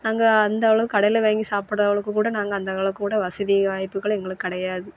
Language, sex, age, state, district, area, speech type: Tamil, female, 18-30, Tamil Nadu, Thoothukudi, urban, spontaneous